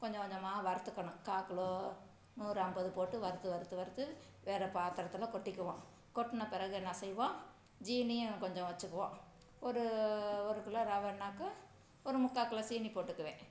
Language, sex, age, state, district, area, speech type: Tamil, female, 45-60, Tamil Nadu, Tiruchirappalli, rural, spontaneous